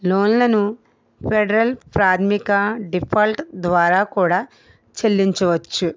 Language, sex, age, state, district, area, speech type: Telugu, female, 45-60, Andhra Pradesh, East Godavari, rural, spontaneous